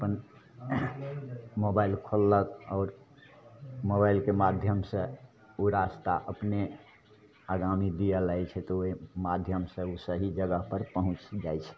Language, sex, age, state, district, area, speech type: Maithili, male, 60+, Bihar, Madhepura, rural, spontaneous